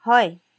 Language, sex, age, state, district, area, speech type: Assamese, female, 45-60, Assam, Charaideo, urban, read